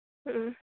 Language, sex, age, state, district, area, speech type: Manipuri, female, 18-30, Manipur, Churachandpur, rural, conversation